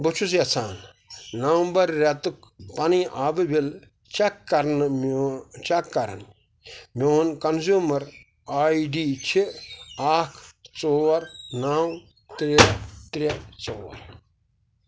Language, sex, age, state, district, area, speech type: Kashmiri, male, 45-60, Jammu and Kashmir, Pulwama, rural, read